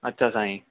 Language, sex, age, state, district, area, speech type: Sindhi, male, 18-30, Delhi, South Delhi, urban, conversation